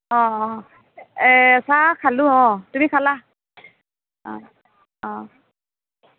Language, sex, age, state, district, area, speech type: Assamese, female, 45-60, Assam, Dibrugarh, rural, conversation